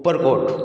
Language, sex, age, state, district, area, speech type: Sindhi, male, 45-60, Gujarat, Junagadh, urban, spontaneous